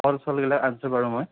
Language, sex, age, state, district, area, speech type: Assamese, male, 18-30, Assam, Darrang, rural, conversation